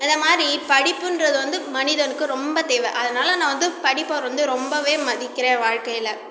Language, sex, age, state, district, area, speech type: Tamil, female, 30-45, Tamil Nadu, Cuddalore, rural, spontaneous